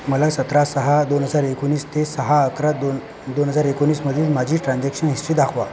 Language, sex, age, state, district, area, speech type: Marathi, male, 18-30, Maharashtra, Akola, rural, read